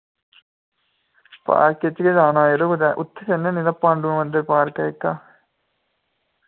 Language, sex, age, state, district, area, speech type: Dogri, male, 18-30, Jammu and Kashmir, Udhampur, rural, conversation